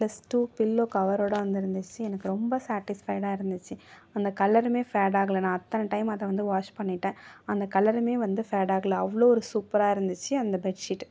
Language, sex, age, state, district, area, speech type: Tamil, female, 30-45, Tamil Nadu, Mayiladuthurai, rural, spontaneous